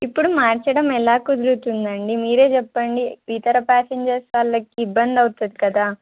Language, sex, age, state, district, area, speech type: Telugu, female, 18-30, Telangana, Kamareddy, urban, conversation